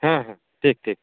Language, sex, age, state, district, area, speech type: Santali, male, 30-45, West Bengal, Purba Bardhaman, rural, conversation